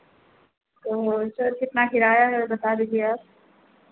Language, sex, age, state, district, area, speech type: Hindi, female, 45-60, Uttar Pradesh, Azamgarh, rural, conversation